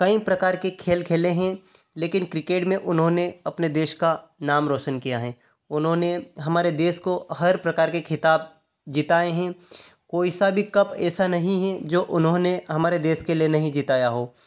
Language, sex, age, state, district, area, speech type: Hindi, male, 30-45, Madhya Pradesh, Ujjain, rural, spontaneous